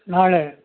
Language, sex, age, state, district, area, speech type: Kannada, male, 60+, Karnataka, Mandya, rural, conversation